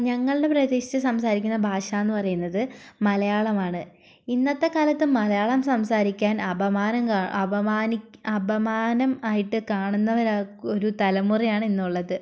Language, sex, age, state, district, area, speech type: Malayalam, female, 18-30, Kerala, Wayanad, rural, spontaneous